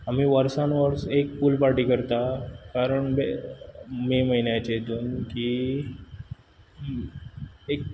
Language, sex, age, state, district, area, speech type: Goan Konkani, male, 18-30, Goa, Quepem, urban, spontaneous